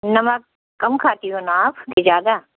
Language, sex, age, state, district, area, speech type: Hindi, female, 60+, Madhya Pradesh, Jabalpur, urban, conversation